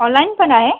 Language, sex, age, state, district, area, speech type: Marathi, female, 30-45, Maharashtra, Thane, urban, conversation